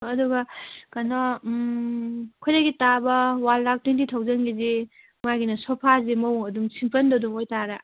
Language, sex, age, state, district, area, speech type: Manipuri, female, 30-45, Manipur, Kangpokpi, urban, conversation